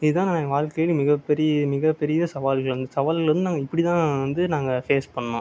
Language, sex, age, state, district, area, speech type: Tamil, male, 18-30, Tamil Nadu, Sivaganga, rural, spontaneous